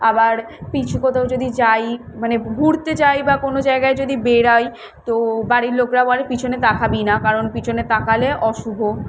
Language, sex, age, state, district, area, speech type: Bengali, female, 18-30, West Bengal, Kolkata, urban, spontaneous